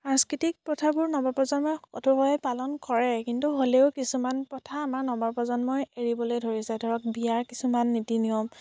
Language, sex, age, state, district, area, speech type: Assamese, female, 18-30, Assam, Biswanath, rural, spontaneous